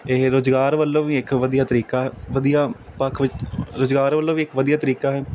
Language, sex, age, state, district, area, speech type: Punjabi, male, 18-30, Punjab, Fazilka, rural, spontaneous